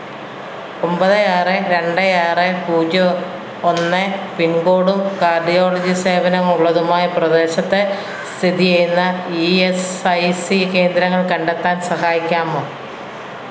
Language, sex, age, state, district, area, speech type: Malayalam, female, 45-60, Kerala, Kottayam, rural, read